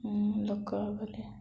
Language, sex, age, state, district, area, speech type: Odia, female, 18-30, Odisha, Koraput, urban, spontaneous